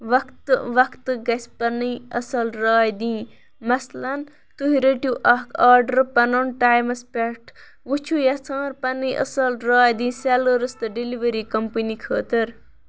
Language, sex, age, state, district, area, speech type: Kashmiri, female, 18-30, Jammu and Kashmir, Kupwara, urban, spontaneous